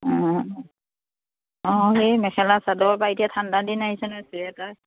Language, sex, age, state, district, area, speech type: Assamese, female, 30-45, Assam, Charaideo, rural, conversation